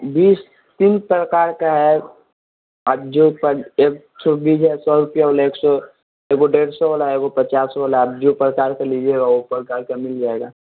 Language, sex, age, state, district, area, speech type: Hindi, male, 18-30, Bihar, Vaishali, urban, conversation